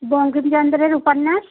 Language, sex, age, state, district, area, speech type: Bengali, female, 45-60, West Bengal, Uttar Dinajpur, urban, conversation